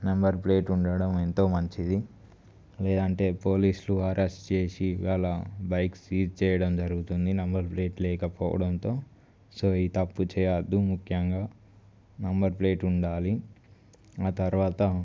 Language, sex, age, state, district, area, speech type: Telugu, male, 18-30, Telangana, Nirmal, rural, spontaneous